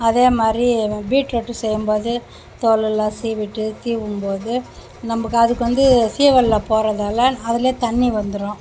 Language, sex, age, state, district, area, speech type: Tamil, female, 60+, Tamil Nadu, Mayiladuthurai, rural, spontaneous